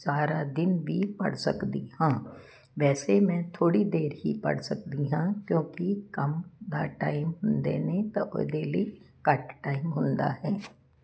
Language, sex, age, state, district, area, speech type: Punjabi, female, 60+, Punjab, Jalandhar, urban, spontaneous